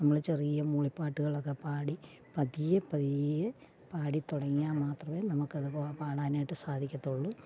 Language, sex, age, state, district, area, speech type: Malayalam, female, 45-60, Kerala, Pathanamthitta, rural, spontaneous